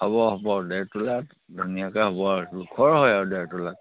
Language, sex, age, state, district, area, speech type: Assamese, male, 45-60, Assam, Sivasagar, rural, conversation